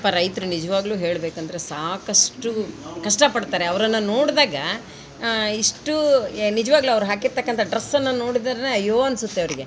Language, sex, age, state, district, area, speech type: Kannada, female, 45-60, Karnataka, Vijayanagara, rural, spontaneous